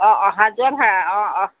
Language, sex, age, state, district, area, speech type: Assamese, female, 45-60, Assam, Jorhat, urban, conversation